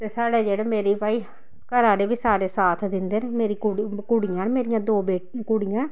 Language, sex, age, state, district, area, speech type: Dogri, female, 30-45, Jammu and Kashmir, Samba, rural, spontaneous